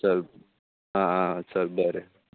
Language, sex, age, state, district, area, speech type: Goan Konkani, male, 18-30, Goa, Ponda, rural, conversation